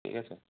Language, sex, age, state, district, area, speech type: Bengali, male, 30-45, West Bengal, South 24 Parganas, rural, conversation